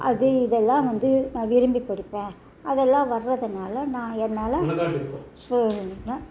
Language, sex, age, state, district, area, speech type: Tamil, female, 60+, Tamil Nadu, Salem, rural, spontaneous